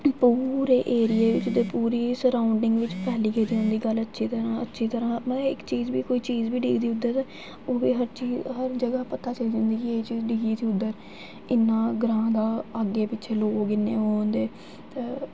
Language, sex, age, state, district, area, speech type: Dogri, female, 18-30, Jammu and Kashmir, Jammu, urban, spontaneous